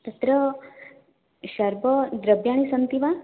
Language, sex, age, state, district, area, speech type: Sanskrit, female, 18-30, Odisha, Mayurbhanj, rural, conversation